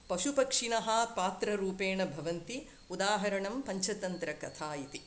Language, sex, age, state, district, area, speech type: Sanskrit, female, 45-60, Tamil Nadu, Chennai, urban, spontaneous